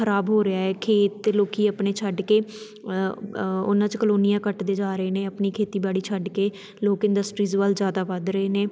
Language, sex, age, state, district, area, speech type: Punjabi, female, 18-30, Punjab, Tarn Taran, urban, spontaneous